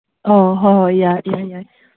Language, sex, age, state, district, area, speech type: Manipuri, female, 18-30, Manipur, Kangpokpi, urban, conversation